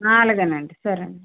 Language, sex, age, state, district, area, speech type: Telugu, female, 60+, Andhra Pradesh, West Godavari, rural, conversation